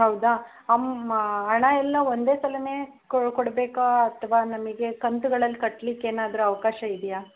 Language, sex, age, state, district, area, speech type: Kannada, female, 45-60, Karnataka, Davanagere, rural, conversation